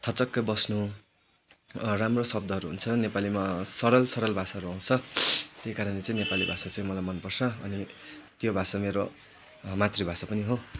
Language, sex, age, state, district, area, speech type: Nepali, male, 18-30, West Bengal, Darjeeling, rural, spontaneous